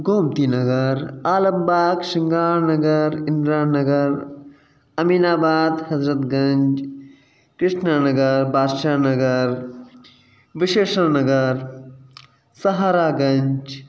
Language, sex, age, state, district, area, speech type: Sindhi, male, 30-45, Uttar Pradesh, Lucknow, urban, spontaneous